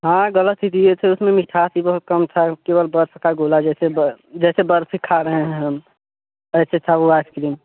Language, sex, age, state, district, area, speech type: Hindi, male, 18-30, Uttar Pradesh, Mirzapur, rural, conversation